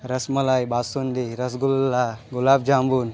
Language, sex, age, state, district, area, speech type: Gujarati, male, 18-30, Gujarat, Narmada, rural, spontaneous